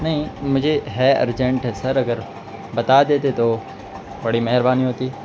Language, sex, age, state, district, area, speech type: Urdu, male, 18-30, Uttar Pradesh, Siddharthnagar, rural, spontaneous